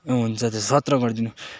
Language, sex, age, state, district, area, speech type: Nepali, male, 18-30, West Bengal, Darjeeling, urban, spontaneous